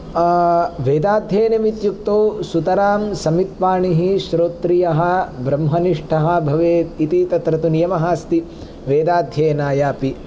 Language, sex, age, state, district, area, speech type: Sanskrit, male, 18-30, Andhra Pradesh, Palnadu, rural, spontaneous